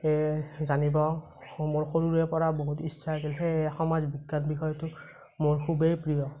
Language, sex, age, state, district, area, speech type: Assamese, male, 30-45, Assam, Morigaon, rural, spontaneous